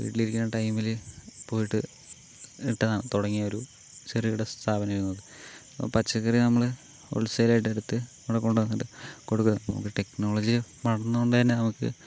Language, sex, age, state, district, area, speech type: Malayalam, male, 18-30, Kerala, Palakkad, urban, spontaneous